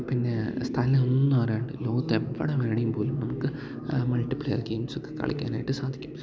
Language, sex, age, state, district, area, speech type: Malayalam, male, 18-30, Kerala, Idukki, rural, spontaneous